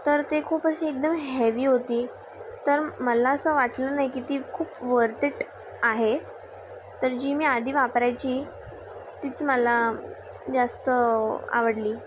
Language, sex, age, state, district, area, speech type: Marathi, female, 18-30, Maharashtra, Mumbai Suburban, urban, spontaneous